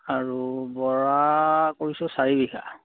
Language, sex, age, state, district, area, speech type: Assamese, male, 18-30, Assam, Charaideo, rural, conversation